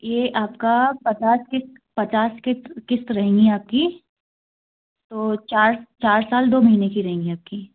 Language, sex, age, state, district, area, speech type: Hindi, female, 18-30, Madhya Pradesh, Gwalior, rural, conversation